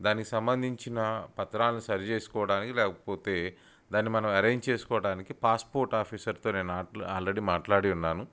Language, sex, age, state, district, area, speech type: Telugu, male, 30-45, Andhra Pradesh, Bapatla, urban, spontaneous